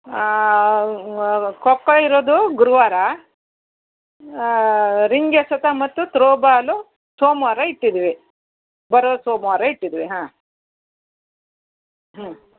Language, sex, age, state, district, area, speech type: Kannada, female, 60+, Karnataka, Shimoga, rural, conversation